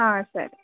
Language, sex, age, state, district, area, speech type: Telugu, female, 18-30, Telangana, Nizamabad, urban, conversation